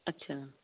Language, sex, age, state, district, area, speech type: Punjabi, female, 30-45, Punjab, Fazilka, rural, conversation